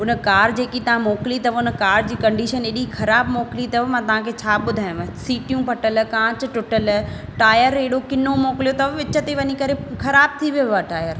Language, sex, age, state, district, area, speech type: Sindhi, female, 18-30, Madhya Pradesh, Katni, rural, spontaneous